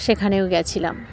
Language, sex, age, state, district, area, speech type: Bengali, female, 30-45, West Bengal, Dakshin Dinajpur, urban, spontaneous